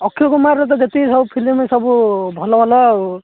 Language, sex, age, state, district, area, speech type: Odia, male, 18-30, Odisha, Ganjam, urban, conversation